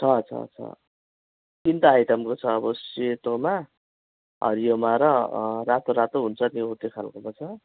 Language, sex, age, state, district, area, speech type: Nepali, male, 45-60, West Bengal, Kalimpong, rural, conversation